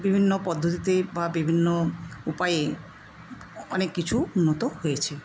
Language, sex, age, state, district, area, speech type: Bengali, female, 60+, West Bengal, Jhargram, rural, spontaneous